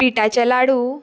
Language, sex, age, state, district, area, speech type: Goan Konkani, female, 18-30, Goa, Murmgao, urban, spontaneous